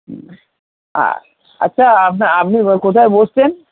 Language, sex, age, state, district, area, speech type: Bengali, male, 60+, West Bengal, Purba Bardhaman, urban, conversation